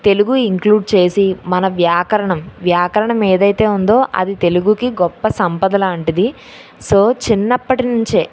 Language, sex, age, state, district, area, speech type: Telugu, female, 18-30, Andhra Pradesh, Anakapalli, rural, spontaneous